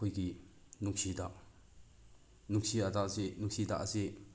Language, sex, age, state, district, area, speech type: Manipuri, male, 30-45, Manipur, Bishnupur, rural, spontaneous